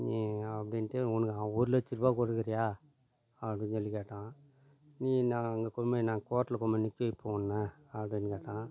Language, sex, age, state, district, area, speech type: Tamil, male, 45-60, Tamil Nadu, Tiruvannamalai, rural, spontaneous